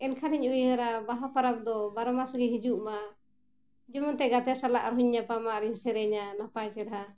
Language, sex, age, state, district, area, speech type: Santali, female, 45-60, Jharkhand, Bokaro, rural, spontaneous